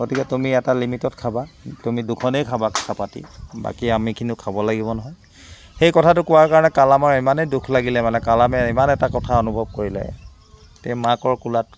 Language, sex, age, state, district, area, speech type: Assamese, male, 45-60, Assam, Dibrugarh, rural, spontaneous